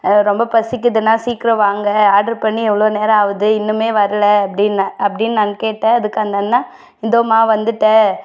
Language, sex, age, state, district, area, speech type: Tamil, female, 18-30, Tamil Nadu, Tirupattur, rural, spontaneous